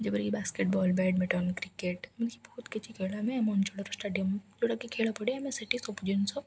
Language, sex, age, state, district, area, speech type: Odia, female, 18-30, Odisha, Ganjam, urban, spontaneous